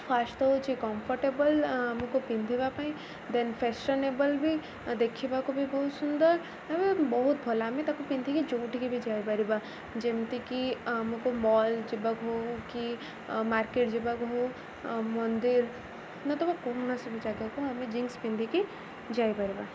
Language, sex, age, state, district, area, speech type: Odia, female, 18-30, Odisha, Ganjam, urban, spontaneous